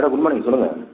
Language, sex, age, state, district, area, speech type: Tamil, male, 30-45, Tamil Nadu, Salem, rural, conversation